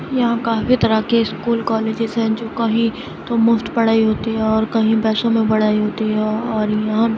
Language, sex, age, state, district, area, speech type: Urdu, female, 30-45, Uttar Pradesh, Aligarh, rural, spontaneous